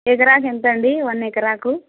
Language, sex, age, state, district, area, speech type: Telugu, female, 18-30, Telangana, Peddapalli, rural, conversation